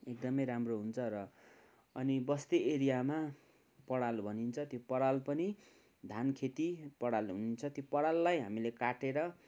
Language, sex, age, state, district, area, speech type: Nepali, male, 45-60, West Bengal, Kalimpong, rural, spontaneous